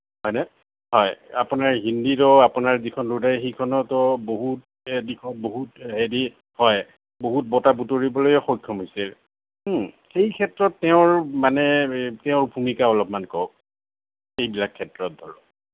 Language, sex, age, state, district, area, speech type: Assamese, male, 45-60, Assam, Kamrup Metropolitan, urban, conversation